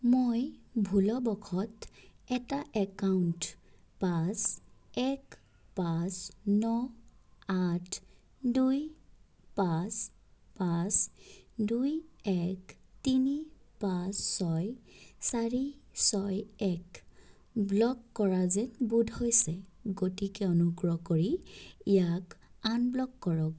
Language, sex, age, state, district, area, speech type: Assamese, female, 30-45, Assam, Sonitpur, rural, read